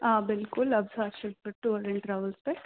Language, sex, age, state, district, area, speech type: Kashmiri, male, 18-30, Jammu and Kashmir, Srinagar, urban, conversation